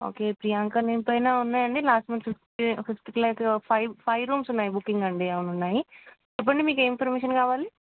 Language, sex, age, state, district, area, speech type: Telugu, female, 18-30, Telangana, Hyderabad, urban, conversation